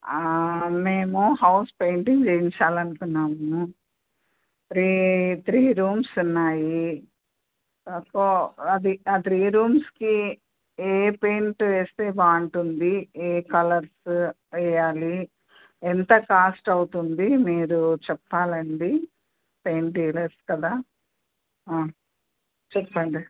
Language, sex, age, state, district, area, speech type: Telugu, female, 60+, Andhra Pradesh, Anantapur, urban, conversation